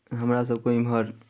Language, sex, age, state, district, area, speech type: Maithili, male, 18-30, Bihar, Darbhanga, rural, spontaneous